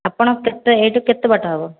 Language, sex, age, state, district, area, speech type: Odia, female, 30-45, Odisha, Khordha, rural, conversation